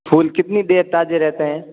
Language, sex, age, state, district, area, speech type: Hindi, male, 18-30, Rajasthan, Jodhpur, urban, conversation